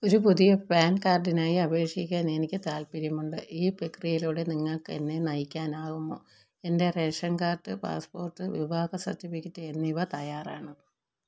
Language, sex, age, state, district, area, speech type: Malayalam, female, 45-60, Kerala, Thiruvananthapuram, rural, read